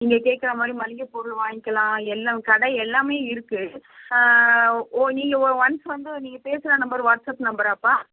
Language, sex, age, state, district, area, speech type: Tamil, female, 45-60, Tamil Nadu, Chennai, urban, conversation